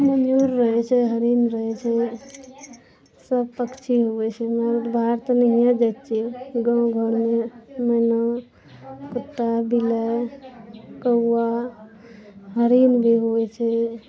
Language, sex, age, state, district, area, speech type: Maithili, male, 30-45, Bihar, Araria, rural, spontaneous